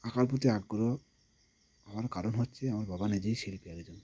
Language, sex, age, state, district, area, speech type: Bengali, male, 30-45, West Bengal, Cooch Behar, urban, spontaneous